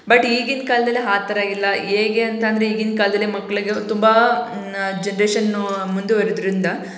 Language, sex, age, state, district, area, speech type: Kannada, female, 18-30, Karnataka, Hassan, urban, spontaneous